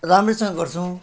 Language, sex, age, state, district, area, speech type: Nepali, male, 60+, West Bengal, Jalpaiguri, rural, spontaneous